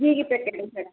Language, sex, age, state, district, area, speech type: Odia, female, 45-60, Odisha, Gajapati, rural, conversation